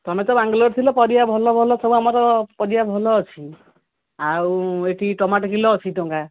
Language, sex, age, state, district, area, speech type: Odia, female, 45-60, Odisha, Angul, rural, conversation